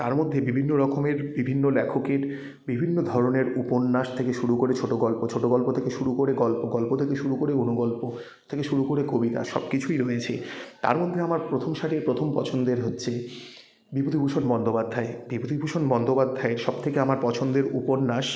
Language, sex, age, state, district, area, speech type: Bengali, male, 30-45, West Bengal, Jalpaiguri, rural, spontaneous